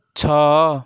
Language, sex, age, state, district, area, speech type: Odia, male, 30-45, Odisha, Ganjam, urban, read